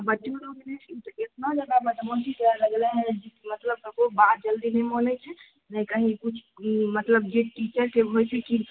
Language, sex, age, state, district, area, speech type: Maithili, female, 18-30, Bihar, Begusarai, urban, conversation